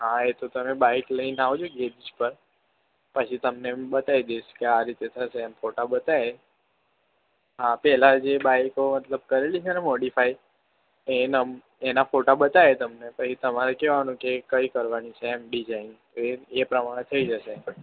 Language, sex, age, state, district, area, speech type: Gujarati, male, 18-30, Gujarat, Aravalli, urban, conversation